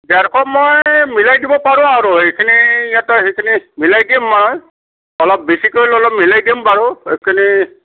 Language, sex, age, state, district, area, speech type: Assamese, male, 45-60, Assam, Kamrup Metropolitan, urban, conversation